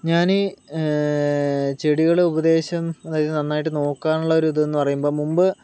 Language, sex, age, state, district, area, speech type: Malayalam, male, 30-45, Kerala, Palakkad, rural, spontaneous